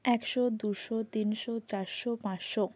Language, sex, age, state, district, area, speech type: Bengali, female, 18-30, West Bengal, Hooghly, urban, spontaneous